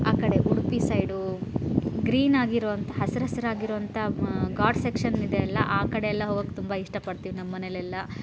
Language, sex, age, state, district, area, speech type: Kannada, female, 30-45, Karnataka, Koppal, rural, spontaneous